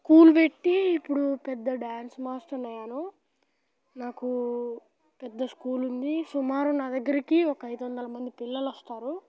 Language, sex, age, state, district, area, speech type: Telugu, male, 18-30, Telangana, Nalgonda, rural, spontaneous